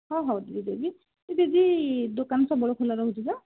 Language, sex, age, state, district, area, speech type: Odia, male, 60+, Odisha, Nayagarh, rural, conversation